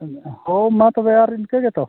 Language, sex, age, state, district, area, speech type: Santali, male, 60+, Odisha, Mayurbhanj, rural, conversation